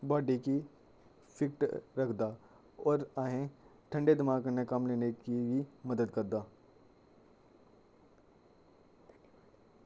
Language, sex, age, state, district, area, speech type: Dogri, male, 18-30, Jammu and Kashmir, Kathua, rural, spontaneous